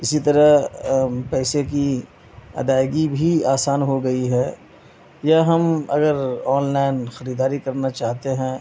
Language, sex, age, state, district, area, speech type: Urdu, male, 30-45, Bihar, Madhubani, urban, spontaneous